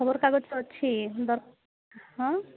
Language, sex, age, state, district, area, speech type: Odia, female, 30-45, Odisha, Malkangiri, urban, conversation